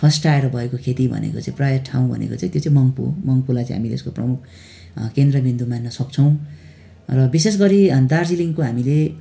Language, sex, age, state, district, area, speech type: Nepali, male, 18-30, West Bengal, Darjeeling, rural, spontaneous